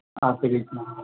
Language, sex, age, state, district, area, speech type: Maithili, male, 18-30, Bihar, Sitamarhi, rural, conversation